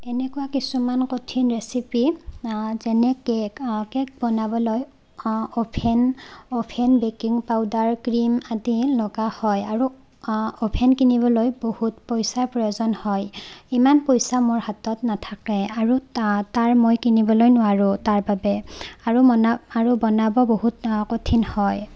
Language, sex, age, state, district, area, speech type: Assamese, female, 18-30, Assam, Barpeta, rural, spontaneous